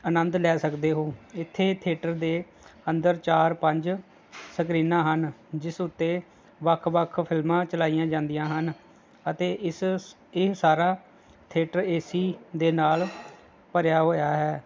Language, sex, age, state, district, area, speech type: Punjabi, male, 30-45, Punjab, Pathankot, rural, spontaneous